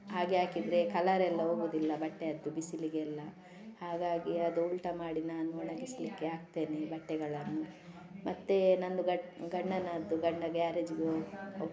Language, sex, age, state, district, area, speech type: Kannada, female, 45-60, Karnataka, Udupi, rural, spontaneous